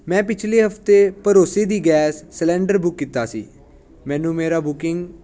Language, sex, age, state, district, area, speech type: Punjabi, male, 18-30, Punjab, Ludhiana, rural, read